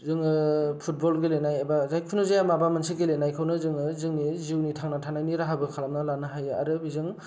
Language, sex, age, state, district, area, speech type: Bodo, male, 18-30, Assam, Kokrajhar, rural, spontaneous